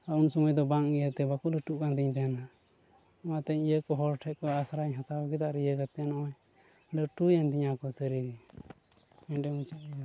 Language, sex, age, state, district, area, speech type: Santali, male, 18-30, Jharkhand, Pakur, rural, spontaneous